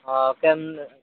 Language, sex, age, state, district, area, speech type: Odia, male, 45-60, Odisha, Sambalpur, rural, conversation